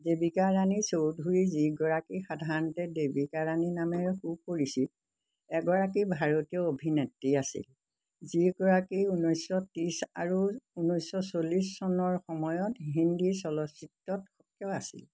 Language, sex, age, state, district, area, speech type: Assamese, female, 60+, Assam, Golaghat, urban, read